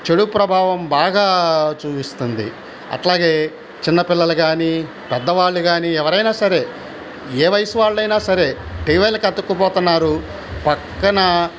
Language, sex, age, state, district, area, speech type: Telugu, male, 60+, Andhra Pradesh, Bapatla, urban, spontaneous